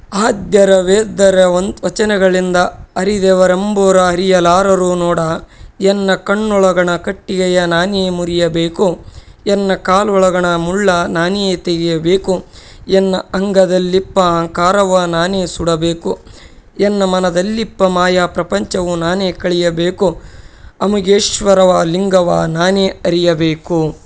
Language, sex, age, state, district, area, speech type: Kannada, male, 30-45, Karnataka, Bellary, rural, spontaneous